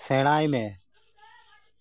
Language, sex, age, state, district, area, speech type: Santali, male, 45-60, West Bengal, Birbhum, rural, read